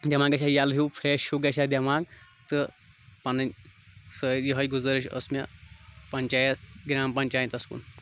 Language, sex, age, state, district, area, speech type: Kashmiri, male, 18-30, Jammu and Kashmir, Kulgam, rural, spontaneous